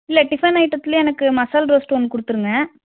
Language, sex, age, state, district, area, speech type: Tamil, female, 30-45, Tamil Nadu, Nilgiris, urban, conversation